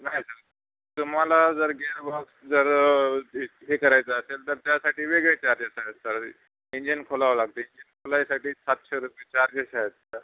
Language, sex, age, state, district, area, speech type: Marathi, male, 45-60, Maharashtra, Nanded, rural, conversation